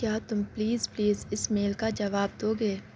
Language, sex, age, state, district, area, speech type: Urdu, female, 18-30, Delhi, Central Delhi, urban, read